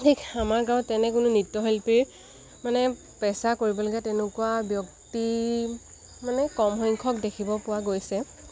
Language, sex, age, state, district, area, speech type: Assamese, female, 18-30, Assam, Lakhimpur, rural, spontaneous